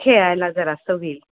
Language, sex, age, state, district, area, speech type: Marathi, female, 30-45, Maharashtra, Kolhapur, urban, conversation